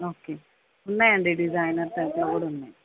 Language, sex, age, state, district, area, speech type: Telugu, female, 18-30, Telangana, Jayashankar, urban, conversation